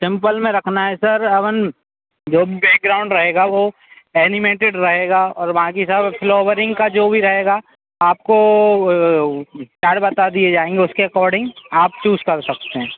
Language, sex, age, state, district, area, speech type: Hindi, male, 18-30, Madhya Pradesh, Hoshangabad, urban, conversation